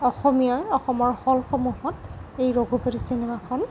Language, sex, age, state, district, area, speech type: Assamese, female, 60+, Assam, Nagaon, rural, spontaneous